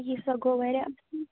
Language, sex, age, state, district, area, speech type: Kashmiri, female, 30-45, Jammu and Kashmir, Bandipora, rural, conversation